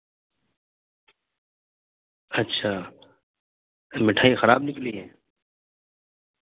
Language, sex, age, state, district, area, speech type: Urdu, male, 30-45, Delhi, North East Delhi, urban, conversation